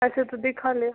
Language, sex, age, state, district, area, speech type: Hindi, female, 18-30, Rajasthan, Karauli, rural, conversation